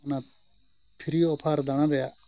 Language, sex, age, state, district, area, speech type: Santali, male, 60+, Odisha, Mayurbhanj, rural, spontaneous